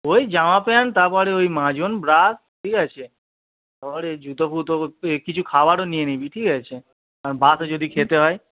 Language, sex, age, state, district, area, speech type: Bengali, male, 30-45, West Bengal, Howrah, urban, conversation